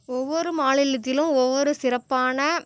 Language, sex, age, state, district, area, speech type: Tamil, female, 45-60, Tamil Nadu, Cuddalore, rural, spontaneous